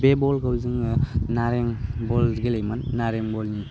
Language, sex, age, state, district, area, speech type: Bodo, male, 18-30, Assam, Baksa, rural, spontaneous